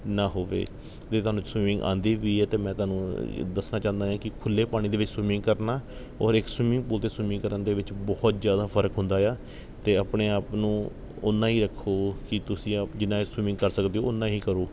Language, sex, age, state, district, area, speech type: Punjabi, male, 30-45, Punjab, Kapurthala, urban, spontaneous